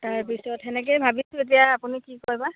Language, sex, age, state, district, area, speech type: Assamese, female, 30-45, Assam, Charaideo, rural, conversation